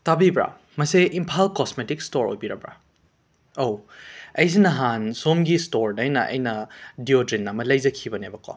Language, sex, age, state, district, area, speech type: Manipuri, male, 18-30, Manipur, Imphal West, rural, spontaneous